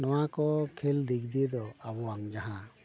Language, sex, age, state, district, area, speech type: Santali, male, 45-60, West Bengal, Bankura, rural, spontaneous